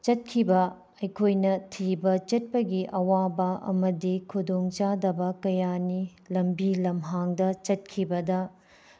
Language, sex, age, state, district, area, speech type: Manipuri, female, 30-45, Manipur, Tengnoupal, rural, spontaneous